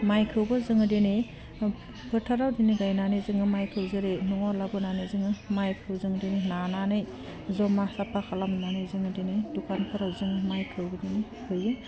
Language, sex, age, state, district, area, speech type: Bodo, female, 18-30, Assam, Udalguri, urban, spontaneous